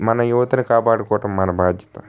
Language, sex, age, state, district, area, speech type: Telugu, male, 18-30, Andhra Pradesh, N T Rama Rao, urban, spontaneous